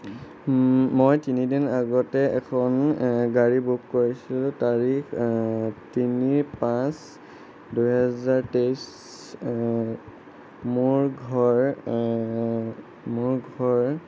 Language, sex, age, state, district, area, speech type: Assamese, male, 18-30, Assam, Sonitpur, urban, spontaneous